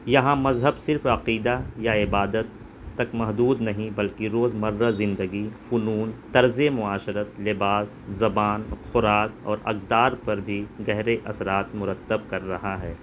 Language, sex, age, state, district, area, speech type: Urdu, male, 30-45, Delhi, North East Delhi, urban, spontaneous